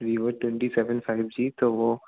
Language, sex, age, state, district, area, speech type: Hindi, male, 30-45, Madhya Pradesh, Jabalpur, urban, conversation